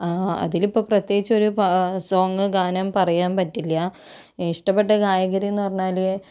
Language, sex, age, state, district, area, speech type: Malayalam, female, 45-60, Kerala, Kozhikode, urban, spontaneous